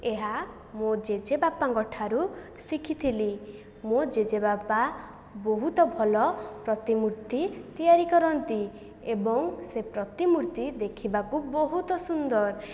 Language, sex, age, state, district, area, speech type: Odia, female, 18-30, Odisha, Jajpur, rural, spontaneous